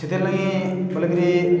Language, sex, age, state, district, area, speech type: Odia, male, 30-45, Odisha, Balangir, urban, spontaneous